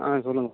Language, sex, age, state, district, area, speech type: Tamil, male, 30-45, Tamil Nadu, Cuddalore, rural, conversation